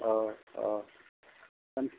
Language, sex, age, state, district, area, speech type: Bodo, male, 45-60, Assam, Kokrajhar, rural, conversation